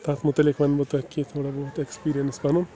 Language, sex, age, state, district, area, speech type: Kashmiri, male, 30-45, Jammu and Kashmir, Bandipora, rural, spontaneous